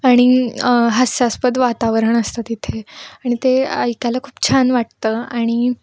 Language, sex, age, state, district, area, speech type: Marathi, female, 18-30, Maharashtra, Kolhapur, urban, spontaneous